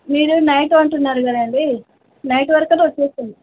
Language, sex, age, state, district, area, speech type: Telugu, female, 30-45, Telangana, Nizamabad, urban, conversation